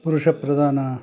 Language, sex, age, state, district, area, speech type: Kannada, male, 60+, Karnataka, Chikkamagaluru, rural, spontaneous